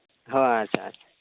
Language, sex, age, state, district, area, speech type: Santali, male, 18-30, Jharkhand, East Singhbhum, rural, conversation